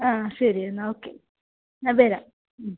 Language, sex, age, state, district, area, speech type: Malayalam, female, 18-30, Kerala, Kasaragod, rural, conversation